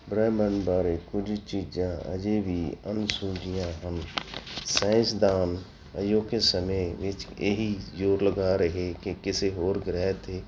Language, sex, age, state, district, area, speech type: Punjabi, male, 45-60, Punjab, Tarn Taran, urban, spontaneous